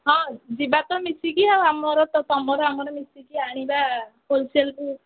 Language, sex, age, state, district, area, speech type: Odia, female, 45-60, Odisha, Sundergarh, rural, conversation